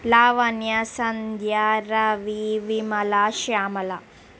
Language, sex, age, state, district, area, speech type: Telugu, female, 45-60, Andhra Pradesh, Srikakulam, urban, spontaneous